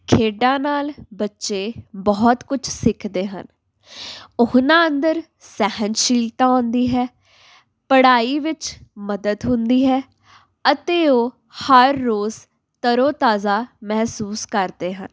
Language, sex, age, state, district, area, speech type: Punjabi, female, 18-30, Punjab, Tarn Taran, urban, spontaneous